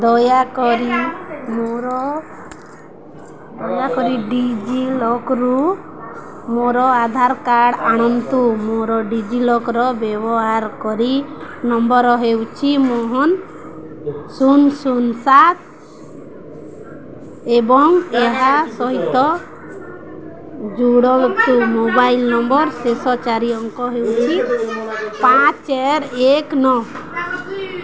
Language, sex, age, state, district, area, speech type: Odia, female, 18-30, Odisha, Nuapada, urban, read